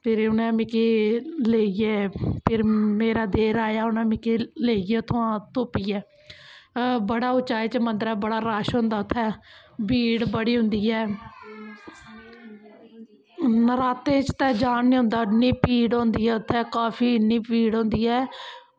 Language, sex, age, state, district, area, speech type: Dogri, female, 30-45, Jammu and Kashmir, Kathua, rural, spontaneous